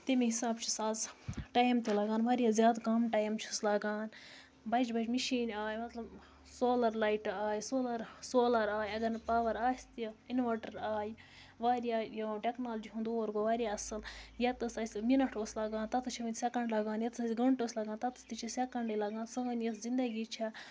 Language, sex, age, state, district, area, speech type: Kashmiri, female, 18-30, Jammu and Kashmir, Baramulla, rural, spontaneous